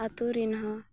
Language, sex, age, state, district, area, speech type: Santali, female, 18-30, Jharkhand, Bokaro, rural, spontaneous